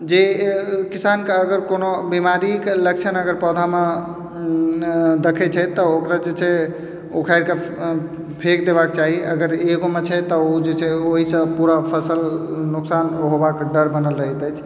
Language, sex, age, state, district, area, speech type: Maithili, male, 18-30, Bihar, Supaul, rural, spontaneous